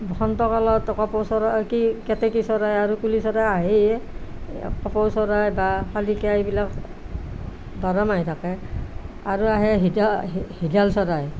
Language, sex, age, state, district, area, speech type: Assamese, female, 60+, Assam, Nalbari, rural, spontaneous